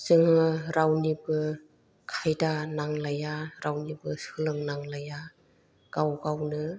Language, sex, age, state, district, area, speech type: Bodo, female, 45-60, Assam, Chirang, rural, spontaneous